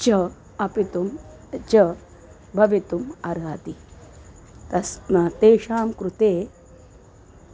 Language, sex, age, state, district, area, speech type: Sanskrit, female, 45-60, Maharashtra, Nagpur, urban, spontaneous